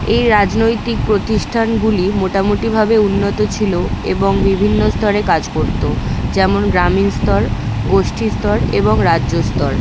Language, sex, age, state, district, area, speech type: Bengali, female, 18-30, West Bengal, Kolkata, urban, read